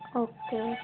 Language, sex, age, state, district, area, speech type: Telugu, female, 18-30, Andhra Pradesh, East Godavari, urban, conversation